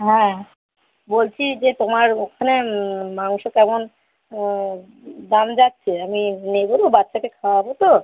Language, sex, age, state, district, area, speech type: Bengali, female, 30-45, West Bengal, Howrah, urban, conversation